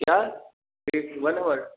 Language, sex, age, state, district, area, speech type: Hindi, male, 18-30, Uttar Pradesh, Bhadohi, rural, conversation